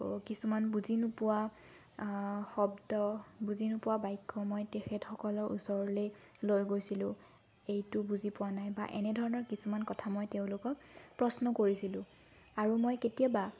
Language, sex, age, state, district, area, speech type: Assamese, female, 18-30, Assam, Sonitpur, rural, spontaneous